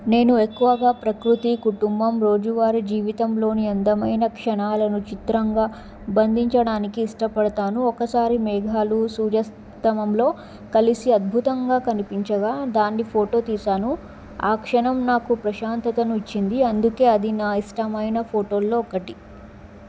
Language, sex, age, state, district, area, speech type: Telugu, female, 18-30, Telangana, Bhadradri Kothagudem, urban, spontaneous